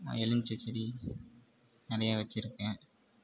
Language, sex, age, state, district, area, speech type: Tamil, male, 30-45, Tamil Nadu, Mayiladuthurai, urban, spontaneous